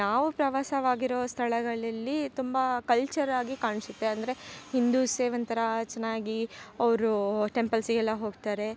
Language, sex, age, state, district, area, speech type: Kannada, female, 18-30, Karnataka, Chikkamagaluru, rural, spontaneous